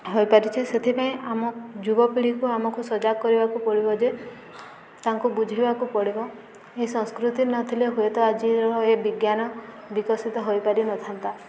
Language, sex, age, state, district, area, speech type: Odia, female, 18-30, Odisha, Subarnapur, urban, spontaneous